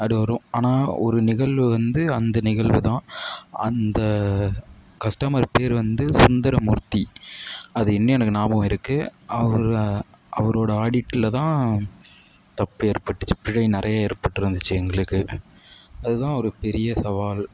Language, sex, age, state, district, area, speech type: Tamil, male, 60+, Tamil Nadu, Tiruvarur, rural, spontaneous